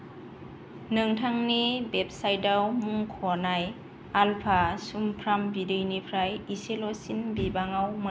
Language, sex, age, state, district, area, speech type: Bodo, female, 30-45, Assam, Kokrajhar, rural, read